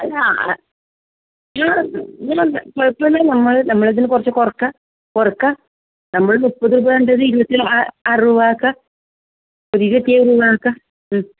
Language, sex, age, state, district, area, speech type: Malayalam, female, 60+, Kerala, Kasaragod, rural, conversation